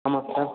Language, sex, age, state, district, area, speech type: Tamil, male, 18-30, Tamil Nadu, Perambalur, urban, conversation